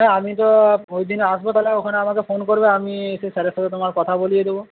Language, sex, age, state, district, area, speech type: Bengali, male, 18-30, West Bengal, Paschim Medinipur, rural, conversation